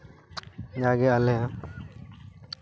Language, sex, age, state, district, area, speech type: Santali, male, 18-30, West Bengal, Purba Bardhaman, rural, spontaneous